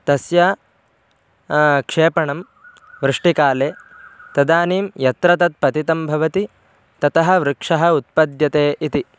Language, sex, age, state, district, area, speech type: Sanskrit, male, 18-30, Karnataka, Bangalore Rural, rural, spontaneous